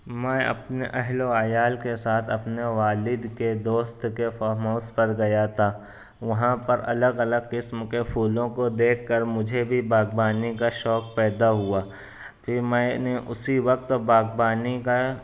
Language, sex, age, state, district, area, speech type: Urdu, male, 60+, Maharashtra, Nashik, urban, spontaneous